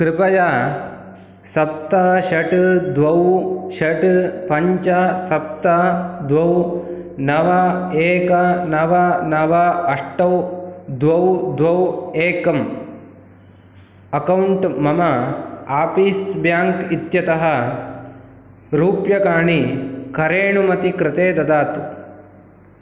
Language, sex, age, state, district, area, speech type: Sanskrit, male, 18-30, Karnataka, Uttara Kannada, rural, read